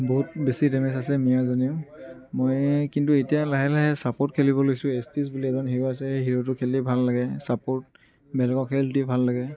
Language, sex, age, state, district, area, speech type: Assamese, male, 30-45, Assam, Tinsukia, rural, spontaneous